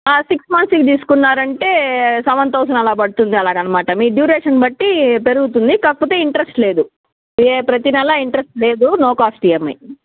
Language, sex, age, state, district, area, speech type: Telugu, female, 60+, Andhra Pradesh, Chittoor, rural, conversation